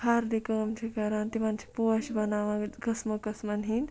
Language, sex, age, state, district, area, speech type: Kashmiri, female, 45-60, Jammu and Kashmir, Ganderbal, rural, spontaneous